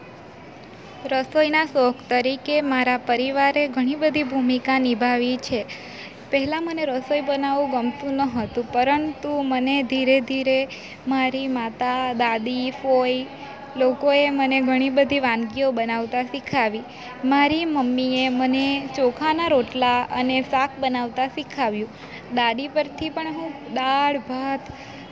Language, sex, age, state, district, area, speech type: Gujarati, female, 18-30, Gujarat, Valsad, rural, spontaneous